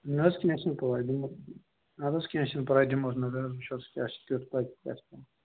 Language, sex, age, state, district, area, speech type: Kashmiri, male, 45-60, Jammu and Kashmir, Kupwara, urban, conversation